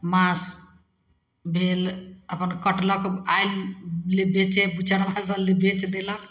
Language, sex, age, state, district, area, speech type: Maithili, female, 45-60, Bihar, Samastipur, rural, spontaneous